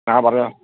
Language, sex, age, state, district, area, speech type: Malayalam, male, 60+, Kerala, Alappuzha, rural, conversation